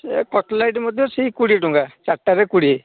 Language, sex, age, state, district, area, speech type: Odia, male, 45-60, Odisha, Gajapati, rural, conversation